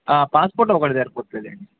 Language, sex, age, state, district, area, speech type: Telugu, male, 18-30, Telangana, Jangaon, rural, conversation